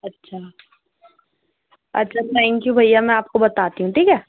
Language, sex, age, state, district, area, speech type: Urdu, female, 18-30, Delhi, South Delhi, urban, conversation